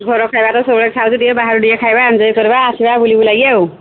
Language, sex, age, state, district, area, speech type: Odia, female, 45-60, Odisha, Angul, rural, conversation